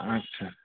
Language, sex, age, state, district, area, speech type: Assamese, male, 60+, Assam, Barpeta, rural, conversation